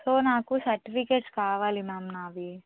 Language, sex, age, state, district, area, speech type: Telugu, female, 30-45, Andhra Pradesh, Palnadu, urban, conversation